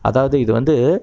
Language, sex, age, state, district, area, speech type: Tamil, male, 30-45, Tamil Nadu, Namakkal, rural, spontaneous